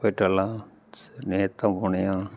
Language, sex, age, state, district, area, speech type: Tamil, male, 45-60, Tamil Nadu, Namakkal, rural, spontaneous